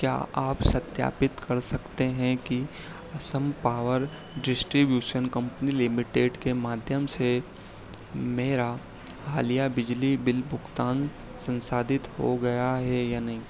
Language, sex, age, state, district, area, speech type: Hindi, male, 30-45, Madhya Pradesh, Harda, urban, read